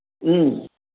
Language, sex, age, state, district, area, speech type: Manipuri, male, 60+, Manipur, Imphal East, rural, conversation